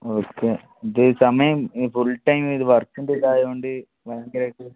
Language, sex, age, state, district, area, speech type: Malayalam, male, 30-45, Kerala, Wayanad, rural, conversation